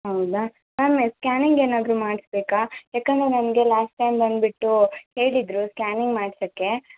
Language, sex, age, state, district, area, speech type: Kannada, female, 18-30, Karnataka, Chikkaballapur, urban, conversation